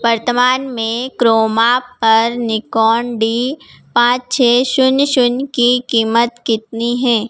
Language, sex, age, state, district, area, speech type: Hindi, female, 18-30, Madhya Pradesh, Harda, urban, read